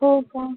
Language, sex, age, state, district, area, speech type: Marathi, female, 18-30, Maharashtra, Solapur, urban, conversation